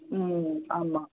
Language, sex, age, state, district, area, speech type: Tamil, female, 18-30, Tamil Nadu, Madurai, urban, conversation